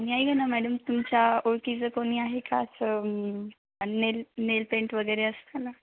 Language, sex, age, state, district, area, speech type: Marathi, female, 18-30, Maharashtra, Beed, urban, conversation